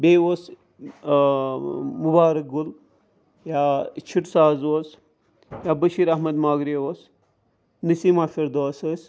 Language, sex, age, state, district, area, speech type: Kashmiri, male, 45-60, Jammu and Kashmir, Srinagar, urban, spontaneous